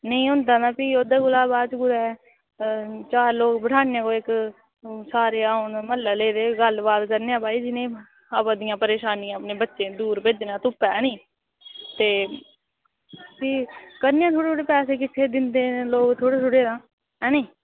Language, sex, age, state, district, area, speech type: Dogri, female, 18-30, Jammu and Kashmir, Udhampur, rural, conversation